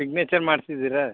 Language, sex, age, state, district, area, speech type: Kannada, male, 18-30, Karnataka, Chamarajanagar, rural, conversation